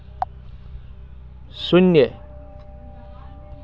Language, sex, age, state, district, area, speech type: Hindi, male, 30-45, Rajasthan, Nagaur, rural, read